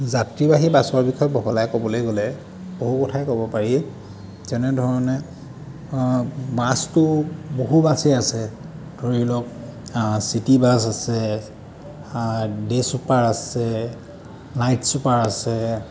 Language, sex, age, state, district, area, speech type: Assamese, male, 30-45, Assam, Jorhat, urban, spontaneous